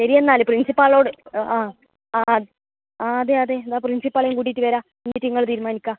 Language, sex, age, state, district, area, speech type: Malayalam, female, 18-30, Kerala, Kannur, rural, conversation